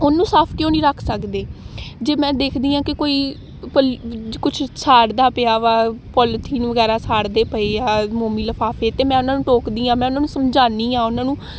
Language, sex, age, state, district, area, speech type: Punjabi, female, 18-30, Punjab, Amritsar, urban, spontaneous